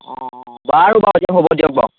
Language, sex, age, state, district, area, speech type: Assamese, male, 18-30, Assam, Golaghat, urban, conversation